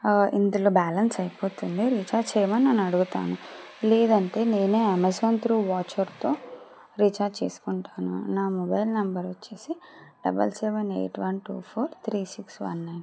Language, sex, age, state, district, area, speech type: Telugu, female, 30-45, Telangana, Medchal, urban, spontaneous